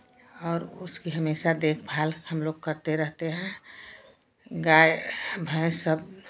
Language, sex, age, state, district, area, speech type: Hindi, female, 60+, Uttar Pradesh, Chandauli, urban, spontaneous